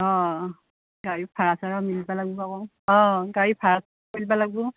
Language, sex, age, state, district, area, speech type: Assamese, female, 30-45, Assam, Morigaon, rural, conversation